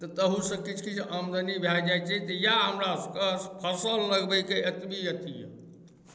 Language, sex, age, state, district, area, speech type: Maithili, male, 45-60, Bihar, Darbhanga, rural, spontaneous